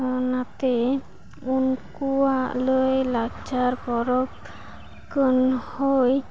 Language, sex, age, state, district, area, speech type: Santali, female, 18-30, West Bengal, Paschim Bardhaman, rural, spontaneous